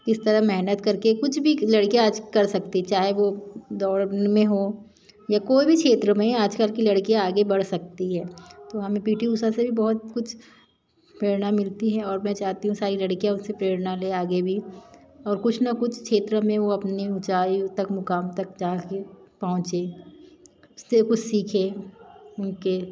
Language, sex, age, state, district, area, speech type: Hindi, female, 45-60, Madhya Pradesh, Jabalpur, urban, spontaneous